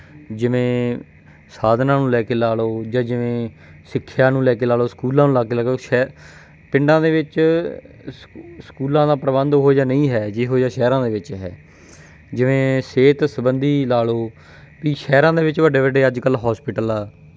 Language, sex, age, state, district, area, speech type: Punjabi, male, 30-45, Punjab, Bathinda, rural, spontaneous